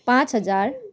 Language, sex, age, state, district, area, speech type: Nepali, female, 30-45, West Bengal, Kalimpong, rural, spontaneous